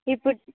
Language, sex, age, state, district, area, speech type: Telugu, female, 18-30, Andhra Pradesh, Sri Balaji, rural, conversation